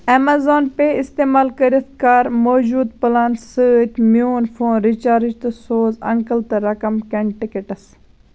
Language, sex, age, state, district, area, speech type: Kashmiri, female, 30-45, Jammu and Kashmir, Baramulla, rural, read